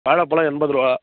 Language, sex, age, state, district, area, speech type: Tamil, male, 18-30, Tamil Nadu, Kallakurichi, urban, conversation